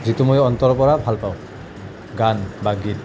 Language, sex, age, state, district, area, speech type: Assamese, male, 18-30, Assam, Nalbari, rural, spontaneous